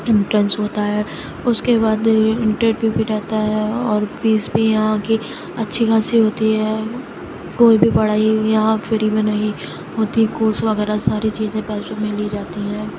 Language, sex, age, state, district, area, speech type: Urdu, female, 30-45, Uttar Pradesh, Aligarh, rural, spontaneous